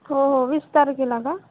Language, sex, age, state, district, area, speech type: Marathi, female, 18-30, Maharashtra, Hingoli, urban, conversation